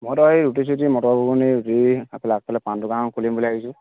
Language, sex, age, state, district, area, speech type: Assamese, male, 30-45, Assam, Dibrugarh, rural, conversation